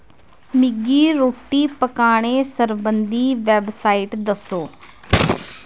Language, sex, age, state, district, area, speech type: Dogri, female, 18-30, Jammu and Kashmir, Kathua, rural, read